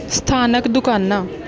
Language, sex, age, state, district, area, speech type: Punjabi, female, 18-30, Punjab, Ludhiana, urban, read